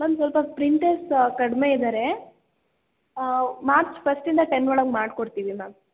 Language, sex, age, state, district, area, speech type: Kannada, female, 18-30, Karnataka, Hassan, urban, conversation